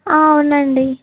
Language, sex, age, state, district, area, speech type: Telugu, female, 18-30, Telangana, Yadadri Bhuvanagiri, urban, conversation